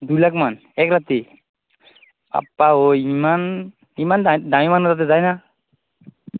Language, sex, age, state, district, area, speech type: Assamese, male, 18-30, Assam, Barpeta, rural, conversation